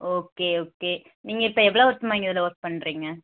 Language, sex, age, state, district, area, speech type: Tamil, female, 18-30, Tamil Nadu, Virudhunagar, rural, conversation